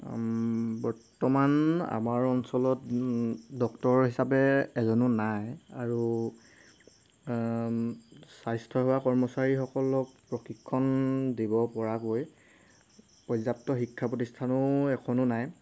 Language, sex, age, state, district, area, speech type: Assamese, male, 18-30, Assam, Golaghat, rural, spontaneous